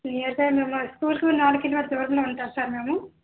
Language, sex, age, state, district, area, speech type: Telugu, female, 30-45, Andhra Pradesh, Visakhapatnam, urban, conversation